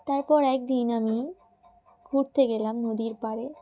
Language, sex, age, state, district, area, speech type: Bengali, female, 18-30, West Bengal, Dakshin Dinajpur, urban, spontaneous